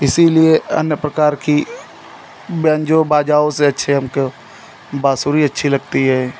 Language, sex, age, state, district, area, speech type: Hindi, male, 30-45, Uttar Pradesh, Mau, rural, spontaneous